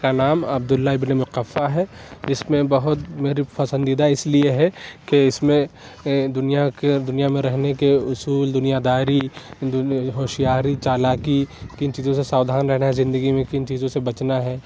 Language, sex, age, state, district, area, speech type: Urdu, male, 18-30, Uttar Pradesh, Lucknow, urban, spontaneous